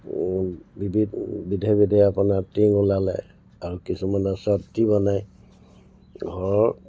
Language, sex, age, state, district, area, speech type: Assamese, male, 60+, Assam, Tinsukia, rural, spontaneous